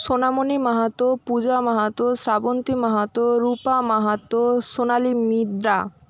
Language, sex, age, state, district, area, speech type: Bengali, female, 30-45, West Bengal, Jhargram, rural, spontaneous